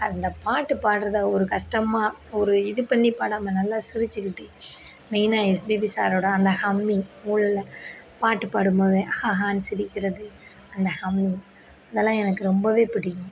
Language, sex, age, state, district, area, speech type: Tamil, female, 30-45, Tamil Nadu, Perambalur, rural, spontaneous